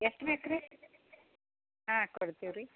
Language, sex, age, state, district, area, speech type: Kannada, female, 60+, Karnataka, Gadag, rural, conversation